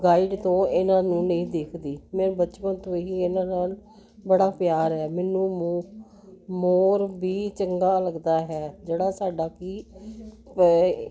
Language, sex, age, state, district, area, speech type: Punjabi, female, 60+, Punjab, Jalandhar, urban, spontaneous